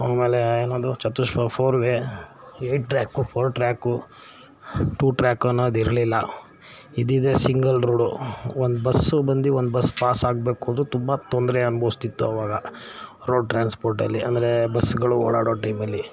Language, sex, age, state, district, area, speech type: Kannada, male, 45-60, Karnataka, Mysore, rural, spontaneous